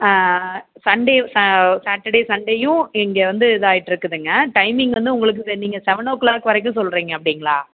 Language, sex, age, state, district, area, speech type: Tamil, female, 30-45, Tamil Nadu, Tiruppur, urban, conversation